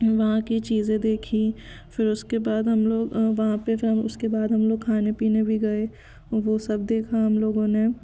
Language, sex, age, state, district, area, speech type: Hindi, female, 18-30, Madhya Pradesh, Jabalpur, urban, spontaneous